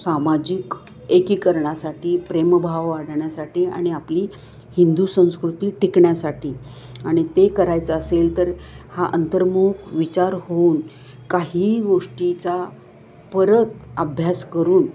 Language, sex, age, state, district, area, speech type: Marathi, female, 60+, Maharashtra, Kolhapur, urban, spontaneous